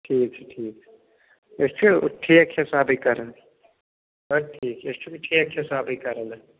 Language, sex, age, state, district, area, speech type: Kashmiri, male, 30-45, Jammu and Kashmir, Baramulla, rural, conversation